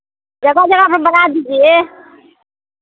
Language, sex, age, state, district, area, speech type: Hindi, female, 60+, Bihar, Vaishali, rural, conversation